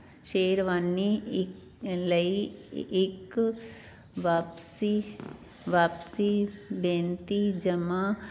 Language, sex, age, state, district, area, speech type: Punjabi, female, 60+, Punjab, Fazilka, rural, read